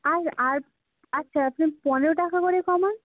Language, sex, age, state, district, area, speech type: Bengali, female, 45-60, West Bengal, South 24 Parganas, rural, conversation